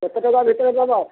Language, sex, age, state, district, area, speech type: Odia, male, 60+, Odisha, Angul, rural, conversation